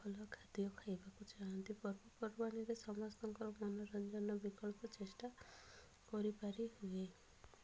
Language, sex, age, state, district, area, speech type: Odia, female, 30-45, Odisha, Rayagada, rural, spontaneous